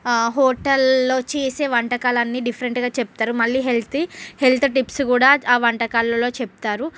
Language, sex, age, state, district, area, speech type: Telugu, female, 45-60, Andhra Pradesh, Srikakulam, rural, spontaneous